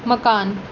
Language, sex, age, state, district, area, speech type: Dogri, female, 18-30, Jammu and Kashmir, Reasi, urban, read